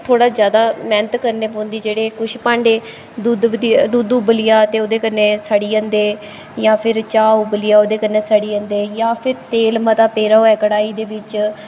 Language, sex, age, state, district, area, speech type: Dogri, female, 18-30, Jammu and Kashmir, Kathua, rural, spontaneous